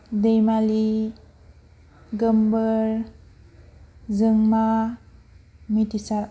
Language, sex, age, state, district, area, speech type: Bodo, female, 18-30, Assam, Baksa, rural, spontaneous